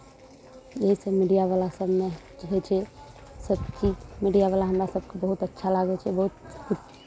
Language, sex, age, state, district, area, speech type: Maithili, female, 18-30, Bihar, Araria, urban, spontaneous